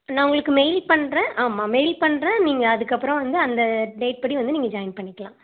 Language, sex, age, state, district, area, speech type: Tamil, female, 18-30, Tamil Nadu, Tirunelveli, urban, conversation